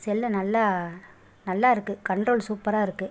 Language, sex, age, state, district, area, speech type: Tamil, female, 30-45, Tamil Nadu, Pudukkottai, rural, spontaneous